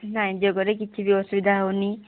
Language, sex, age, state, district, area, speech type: Odia, female, 18-30, Odisha, Sambalpur, rural, conversation